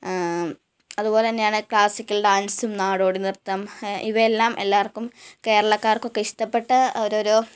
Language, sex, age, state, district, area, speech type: Malayalam, female, 18-30, Kerala, Malappuram, rural, spontaneous